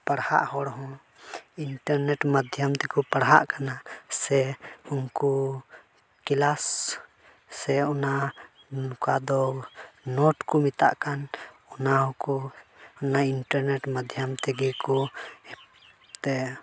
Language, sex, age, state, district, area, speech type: Santali, male, 18-30, Jharkhand, Pakur, rural, spontaneous